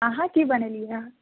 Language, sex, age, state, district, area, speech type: Maithili, female, 18-30, Bihar, Purnia, rural, conversation